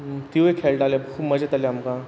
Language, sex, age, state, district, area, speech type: Goan Konkani, male, 30-45, Goa, Quepem, rural, spontaneous